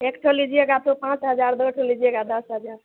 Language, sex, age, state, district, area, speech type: Hindi, female, 30-45, Bihar, Madhepura, rural, conversation